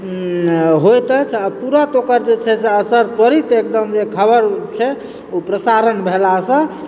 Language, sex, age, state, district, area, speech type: Maithili, male, 30-45, Bihar, Supaul, urban, spontaneous